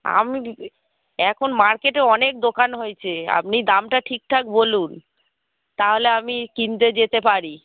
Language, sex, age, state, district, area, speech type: Bengali, female, 45-60, West Bengal, Hooghly, rural, conversation